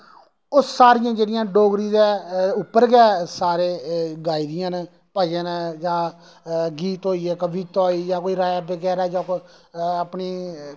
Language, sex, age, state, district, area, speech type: Dogri, male, 30-45, Jammu and Kashmir, Reasi, rural, spontaneous